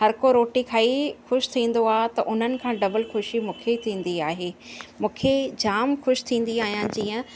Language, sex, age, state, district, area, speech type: Sindhi, female, 30-45, Maharashtra, Thane, urban, spontaneous